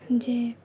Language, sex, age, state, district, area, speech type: Assamese, female, 18-30, Assam, Kamrup Metropolitan, urban, spontaneous